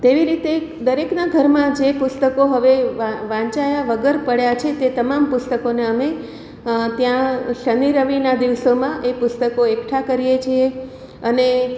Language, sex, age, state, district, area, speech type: Gujarati, female, 45-60, Gujarat, Surat, rural, spontaneous